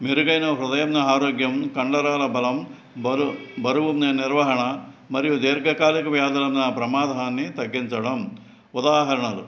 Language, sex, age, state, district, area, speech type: Telugu, male, 60+, Andhra Pradesh, Eluru, urban, spontaneous